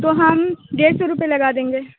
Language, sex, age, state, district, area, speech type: Urdu, female, 18-30, Bihar, Supaul, rural, conversation